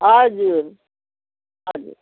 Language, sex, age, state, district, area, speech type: Nepali, female, 60+, West Bengal, Jalpaiguri, urban, conversation